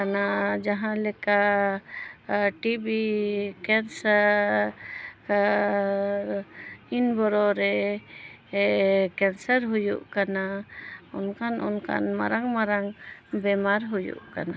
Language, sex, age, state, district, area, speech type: Santali, female, 45-60, Jharkhand, Bokaro, rural, spontaneous